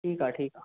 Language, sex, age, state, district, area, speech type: Sindhi, male, 18-30, Maharashtra, Mumbai Suburban, urban, conversation